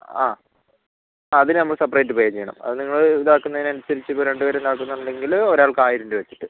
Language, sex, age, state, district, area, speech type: Malayalam, male, 30-45, Kerala, Wayanad, rural, conversation